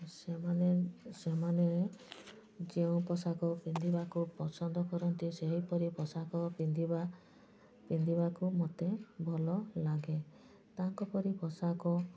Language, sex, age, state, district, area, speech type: Odia, female, 45-60, Odisha, Mayurbhanj, rural, spontaneous